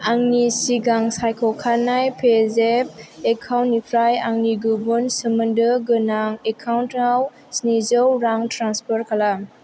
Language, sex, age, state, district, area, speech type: Bodo, female, 18-30, Assam, Chirang, rural, read